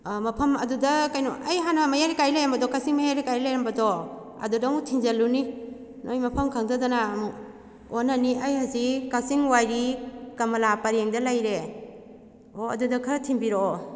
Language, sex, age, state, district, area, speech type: Manipuri, female, 45-60, Manipur, Kakching, rural, spontaneous